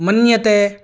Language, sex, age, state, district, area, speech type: Sanskrit, male, 45-60, Karnataka, Mysore, urban, read